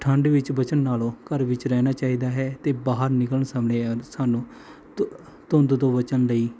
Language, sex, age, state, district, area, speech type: Punjabi, male, 30-45, Punjab, Mohali, urban, spontaneous